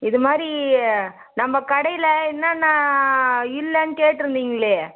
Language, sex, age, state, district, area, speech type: Tamil, female, 60+, Tamil Nadu, Viluppuram, rural, conversation